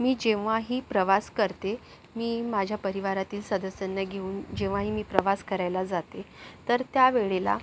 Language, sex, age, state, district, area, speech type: Marathi, female, 45-60, Maharashtra, Yavatmal, urban, spontaneous